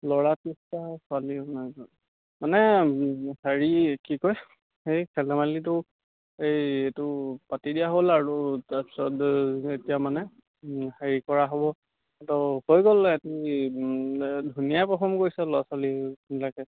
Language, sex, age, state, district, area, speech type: Assamese, male, 18-30, Assam, Charaideo, rural, conversation